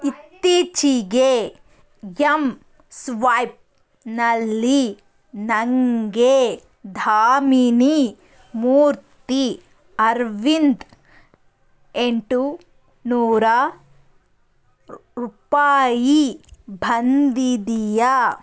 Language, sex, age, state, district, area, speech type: Kannada, female, 30-45, Karnataka, Tumkur, rural, read